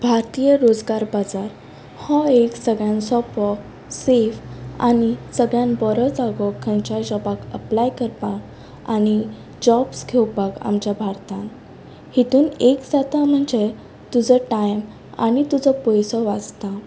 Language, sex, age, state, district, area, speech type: Goan Konkani, female, 18-30, Goa, Ponda, rural, spontaneous